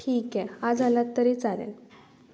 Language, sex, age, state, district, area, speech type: Marathi, female, 18-30, Maharashtra, Ratnagiri, rural, spontaneous